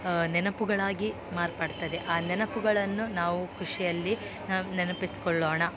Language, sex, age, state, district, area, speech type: Kannada, female, 18-30, Karnataka, Dakshina Kannada, rural, spontaneous